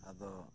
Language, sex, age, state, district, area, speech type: Santali, male, 45-60, West Bengal, Birbhum, rural, spontaneous